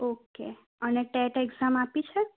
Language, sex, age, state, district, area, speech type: Gujarati, female, 18-30, Gujarat, Kheda, rural, conversation